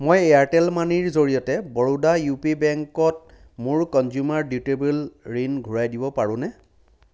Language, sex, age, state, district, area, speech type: Assamese, male, 30-45, Assam, Jorhat, urban, read